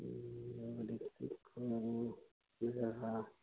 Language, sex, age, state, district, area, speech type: Assamese, male, 60+, Assam, Dibrugarh, rural, conversation